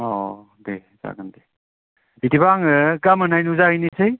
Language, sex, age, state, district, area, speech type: Bodo, male, 45-60, Assam, Kokrajhar, rural, conversation